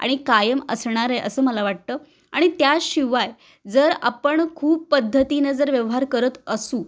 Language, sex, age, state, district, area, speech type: Marathi, female, 30-45, Maharashtra, Kolhapur, urban, spontaneous